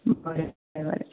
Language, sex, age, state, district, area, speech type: Goan Konkani, female, 18-30, Goa, Ponda, rural, conversation